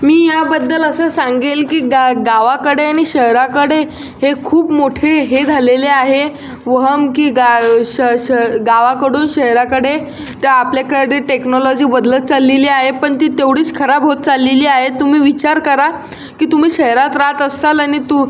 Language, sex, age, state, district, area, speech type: Marathi, male, 60+, Maharashtra, Buldhana, rural, spontaneous